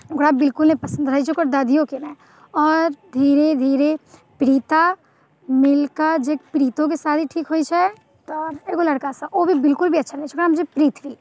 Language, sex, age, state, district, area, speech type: Maithili, female, 18-30, Bihar, Muzaffarpur, urban, spontaneous